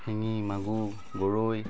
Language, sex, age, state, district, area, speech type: Assamese, male, 45-60, Assam, Tinsukia, rural, spontaneous